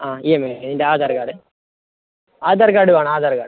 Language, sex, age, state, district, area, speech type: Malayalam, male, 18-30, Kerala, Kasaragod, rural, conversation